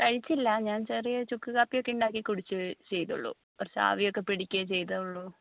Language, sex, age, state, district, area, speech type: Malayalam, female, 45-60, Kerala, Kozhikode, urban, conversation